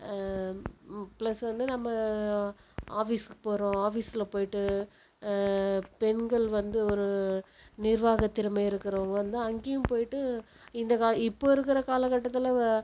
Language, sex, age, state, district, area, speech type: Tamil, female, 45-60, Tamil Nadu, Viluppuram, rural, spontaneous